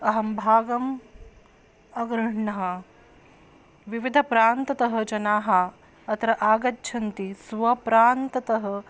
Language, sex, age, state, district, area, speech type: Sanskrit, female, 30-45, Maharashtra, Akola, urban, spontaneous